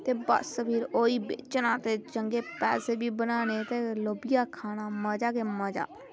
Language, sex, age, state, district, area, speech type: Dogri, female, 18-30, Jammu and Kashmir, Samba, rural, spontaneous